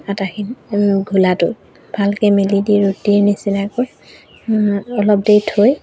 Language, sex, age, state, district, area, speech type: Assamese, female, 45-60, Assam, Charaideo, urban, spontaneous